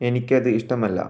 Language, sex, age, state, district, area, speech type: Malayalam, male, 18-30, Kerala, Wayanad, rural, read